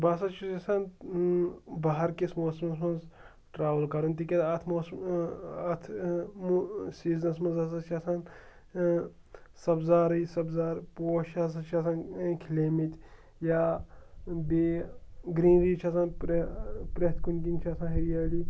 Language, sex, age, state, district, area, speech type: Kashmiri, male, 30-45, Jammu and Kashmir, Pulwama, rural, spontaneous